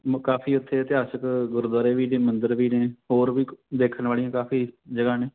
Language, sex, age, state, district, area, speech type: Punjabi, male, 45-60, Punjab, Fatehgarh Sahib, urban, conversation